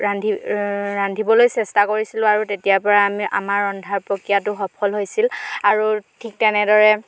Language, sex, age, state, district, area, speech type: Assamese, female, 18-30, Assam, Dhemaji, rural, spontaneous